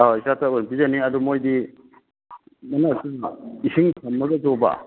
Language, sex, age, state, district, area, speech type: Manipuri, male, 60+, Manipur, Imphal East, rural, conversation